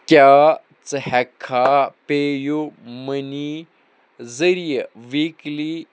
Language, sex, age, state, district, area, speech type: Kashmiri, male, 18-30, Jammu and Kashmir, Bandipora, rural, read